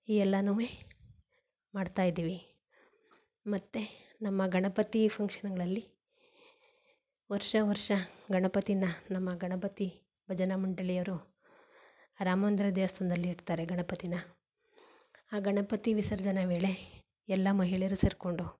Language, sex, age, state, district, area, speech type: Kannada, female, 45-60, Karnataka, Mandya, rural, spontaneous